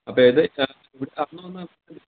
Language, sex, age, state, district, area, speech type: Malayalam, male, 30-45, Kerala, Idukki, rural, conversation